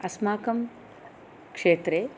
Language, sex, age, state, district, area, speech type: Sanskrit, female, 60+, Andhra Pradesh, Chittoor, urban, spontaneous